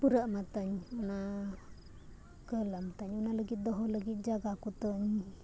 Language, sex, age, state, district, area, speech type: Santali, female, 18-30, Jharkhand, Bokaro, rural, spontaneous